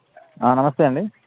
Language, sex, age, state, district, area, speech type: Telugu, male, 30-45, Andhra Pradesh, Anantapur, urban, conversation